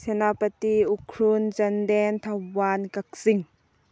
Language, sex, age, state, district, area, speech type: Manipuri, female, 18-30, Manipur, Tengnoupal, rural, spontaneous